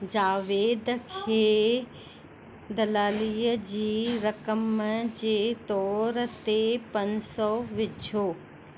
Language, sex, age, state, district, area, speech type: Sindhi, female, 45-60, Madhya Pradesh, Katni, urban, read